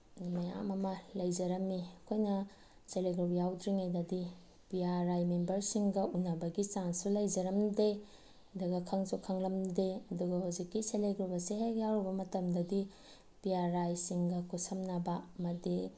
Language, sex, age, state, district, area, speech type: Manipuri, female, 30-45, Manipur, Bishnupur, rural, spontaneous